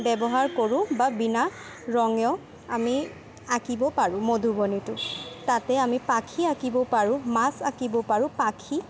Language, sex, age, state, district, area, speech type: Assamese, female, 18-30, Assam, Kamrup Metropolitan, urban, spontaneous